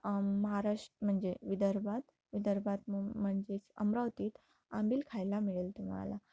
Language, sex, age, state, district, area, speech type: Marathi, female, 18-30, Maharashtra, Amravati, rural, spontaneous